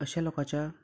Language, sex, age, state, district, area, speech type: Goan Konkani, male, 30-45, Goa, Canacona, rural, spontaneous